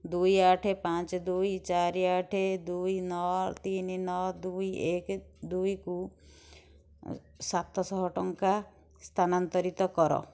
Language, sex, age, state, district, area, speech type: Odia, female, 60+, Odisha, Kendujhar, urban, read